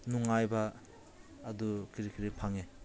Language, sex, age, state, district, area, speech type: Manipuri, male, 18-30, Manipur, Senapati, rural, spontaneous